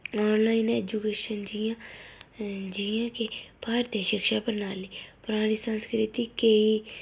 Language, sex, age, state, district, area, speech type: Dogri, female, 18-30, Jammu and Kashmir, Udhampur, rural, spontaneous